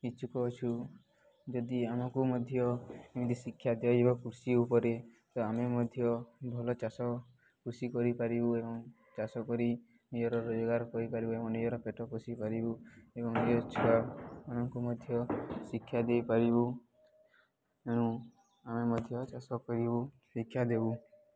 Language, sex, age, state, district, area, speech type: Odia, male, 18-30, Odisha, Subarnapur, urban, spontaneous